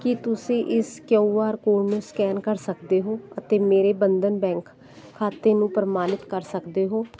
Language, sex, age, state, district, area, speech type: Punjabi, female, 45-60, Punjab, Jalandhar, urban, read